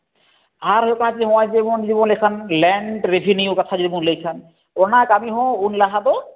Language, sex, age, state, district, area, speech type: Santali, male, 30-45, West Bengal, Jhargram, rural, conversation